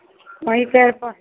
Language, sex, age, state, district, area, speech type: Maithili, female, 30-45, Bihar, Supaul, urban, conversation